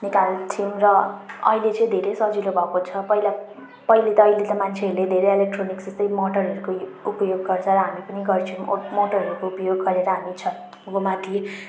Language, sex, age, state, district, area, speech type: Nepali, female, 30-45, West Bengal, Jalpaiguri, urban, spontaneous